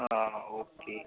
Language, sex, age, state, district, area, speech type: Malayalam, male, 45-60, Kerala, Kozhikode, urban, conversation